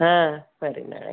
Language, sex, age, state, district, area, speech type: Kannada, female, 60+, Karnataka, Gulbarga, urban, conversation